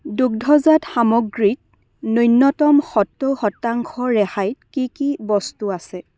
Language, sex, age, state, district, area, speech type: Assamese, female, 30-45, Assam, Dibrugarh, rural, read